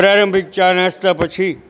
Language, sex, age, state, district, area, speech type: Gujarati, male, 60+, Gujarat, Junagadh, rural, spontaneous